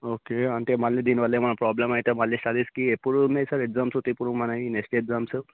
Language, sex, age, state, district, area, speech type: Telugu, male, 18-30, Telangana, Vikarabad, urban, conversation